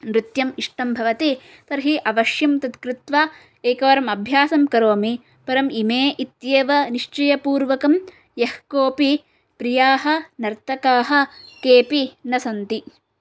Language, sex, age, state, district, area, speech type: Sanskrit, female, 18-30, Karnataka, Shimoga, urban, spontaneous